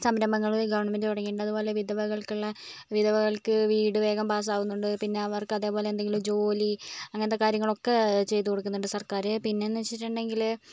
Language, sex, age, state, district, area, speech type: Malayalam, female, 45-60, Kerala, Wayanad, rural, spontaneous